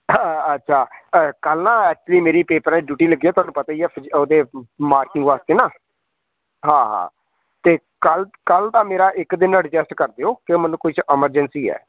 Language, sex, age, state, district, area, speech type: Punjabi, male, 30-45, Punjab, Rupnagar, rural, conversation